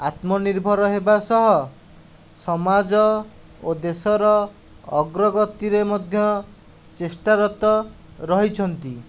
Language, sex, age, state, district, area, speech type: Odia, male, 45-60, Odisha, Khordha, rural, spontaneous